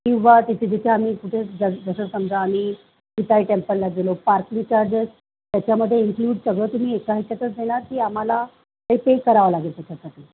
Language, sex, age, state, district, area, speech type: Marathi, female, 45-60, Maharashtra, Mumbai Suburban, urban, conversation